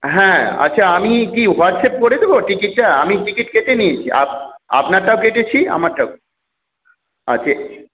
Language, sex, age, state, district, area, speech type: Bengali, male, 45-60, West Bengal, Purulia, urban, conversation